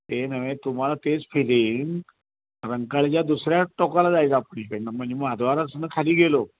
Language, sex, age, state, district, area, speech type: Marathi, male, 60+, Maharashtra, Kolhapur, urban, conversation